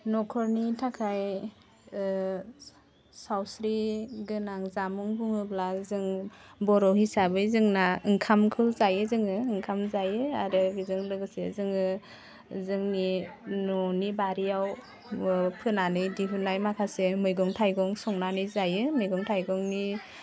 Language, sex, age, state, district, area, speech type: Bodo, female, 18-30, Assam, Udalguri, urban, spontaneous